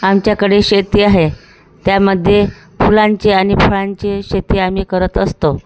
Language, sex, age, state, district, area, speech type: Marathi, female, 45-60, Maharashtra, Thane, rural, spontaneous